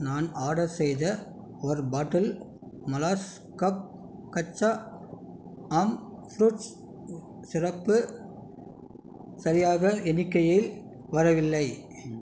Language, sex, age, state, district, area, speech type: Tamil, male, 30-45, Tamil Nadu, Krishnagiri, rural, read